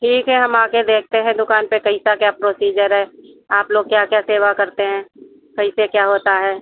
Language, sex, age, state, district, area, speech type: Hindi, female, 60+, Uttar Pradesh, Sitapur, rural, conversation